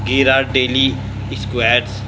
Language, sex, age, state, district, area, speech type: Urdu, male, 45-60, Delhi, South Delhi, urban, spontaneous